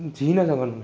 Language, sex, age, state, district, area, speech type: Sindhi, male, 18-30, Maharashtra, Thane, urban, spontaneous